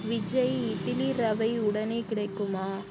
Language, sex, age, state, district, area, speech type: Tamil, female, 45-60, Tamil Nadu, Mayiladuthurai, rural, read